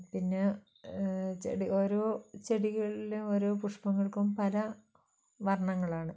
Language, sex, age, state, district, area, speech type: Malayalam, female, 60+, Kerala, Wayanad, rural, spontaneous